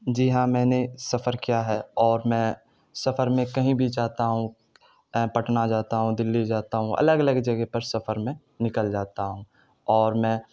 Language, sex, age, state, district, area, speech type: Urdu, male, 30-45, Bihar, Supaul, urban, spontaneous